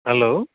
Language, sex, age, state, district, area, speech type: Assamese, male, 18-30, Assam, Nalbari, rural, conversation